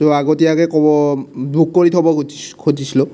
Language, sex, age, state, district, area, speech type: Assamese, male, 18-30, Assam, Nalbari, rural, spontaneous